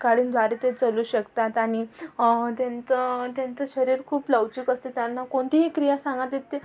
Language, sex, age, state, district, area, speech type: Marathi, female, 18-30, Maharashtra, Amravati, urban, spontaneous